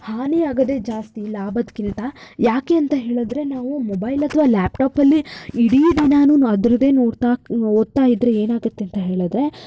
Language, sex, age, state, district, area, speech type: Kannada, female, 18-30, Karnataka, Shimoga, urban, spontaneous